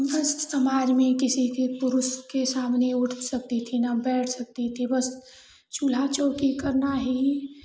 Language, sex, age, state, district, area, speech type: Hindi, female, 18-30, Uttar Pradesh, Chandauli, rural, spontaneous